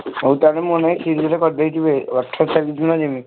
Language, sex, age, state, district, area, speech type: Odia, male, 18-30, Odisha, Kendujhar, urban, conversation